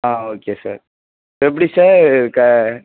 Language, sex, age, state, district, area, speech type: Tamil, male, 18-30, Tamil Nadu, Perambalur, urban, conversation